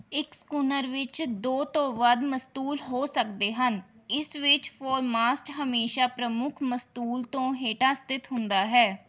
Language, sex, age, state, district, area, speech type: Punjabi, female, 18-30, Punjab, Rupnagar, rural, read